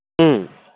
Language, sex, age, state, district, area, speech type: Manipuri, male, 45-60, Manipur, Kakching, rural, conversation